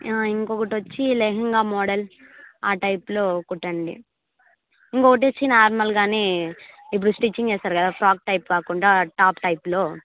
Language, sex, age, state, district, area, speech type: Telugu, female, 18-30, Andhra Pradesh, Kadapa, urban, conversation